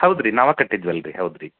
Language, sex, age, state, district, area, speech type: Kannada, male, 30-45, Karnataka, Dharwad, rural, conversation